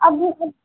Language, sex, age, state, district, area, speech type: Hindi, female, 30-45, Uttar Pradesh, Mirzapur, rural, conversation